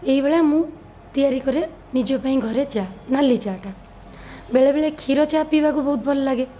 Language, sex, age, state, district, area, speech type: Odia, female, 30-45, Odisha, Cuttack, urban, spontaneous